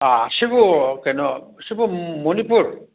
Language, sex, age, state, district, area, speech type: Manipuri, male, 60+, Manipur, Churachandpur, urban, conversation